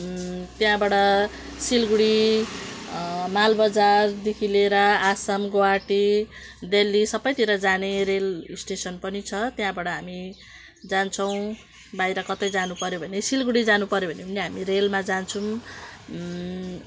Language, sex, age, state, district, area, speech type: Nepali, female, 45-60, West Bengal, Jalpaiguri, urban, spontaneous